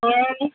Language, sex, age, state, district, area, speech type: Bengali, female, 30-45, West Bengal, Birbhum, urban, conversation